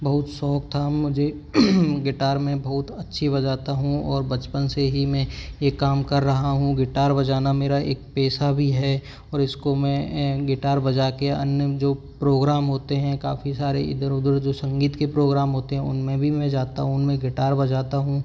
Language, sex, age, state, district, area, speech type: Hindi, male, 30-45, Rajasthan, Karauli, rural, spontaneous